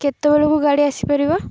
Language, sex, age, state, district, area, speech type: Odia, female, 18-30, Odisha, Jagatsinghpur, urban, spontaneous